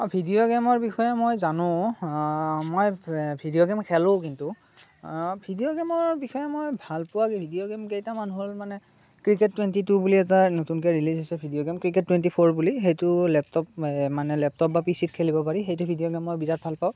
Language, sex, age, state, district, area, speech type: Assamese, male, 18-30, Assam, Morigaon, rural, spontaneous